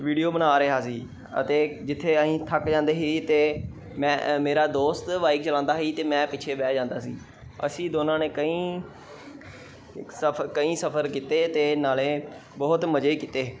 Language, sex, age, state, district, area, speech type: Punjabi, male, 18-30, Punjab, Pathankot, urban, spontaneous